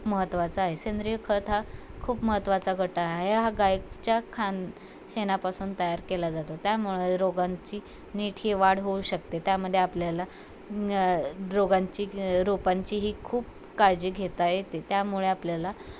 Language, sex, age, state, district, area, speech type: Marathi, female, 18-30, Maharashtra, Osmanabad, rural, spontaneous